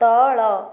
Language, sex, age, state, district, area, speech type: Odia, female, 18-30, Odisha, Nayagarh, rural, read